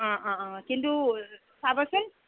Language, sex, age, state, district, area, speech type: Assamese, female, 30-45, Assam, Sonitpur, rural, conversation